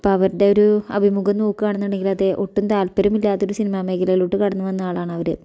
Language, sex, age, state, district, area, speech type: Malayalam, female, 30-45, Kerala, Thrissur, urban, spontaneous